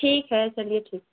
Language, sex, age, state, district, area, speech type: Hindi, female, 45-60, Uttar Pradesh, Mau, urban, conversation